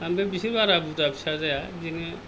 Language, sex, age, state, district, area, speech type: Bodo, male, 60+, Assam, Kokrajhar, rural, spontaneous